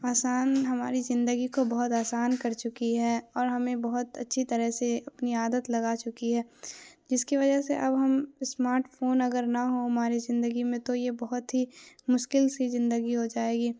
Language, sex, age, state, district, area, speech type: Urdu, female, 18-30, Bihar, Khagaria, rural, spontaneous